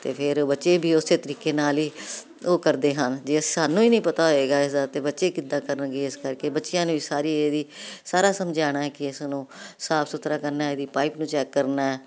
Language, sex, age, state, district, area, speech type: Punjabi, female, 60+, Punjab, Jalandhar, urban, spontaneous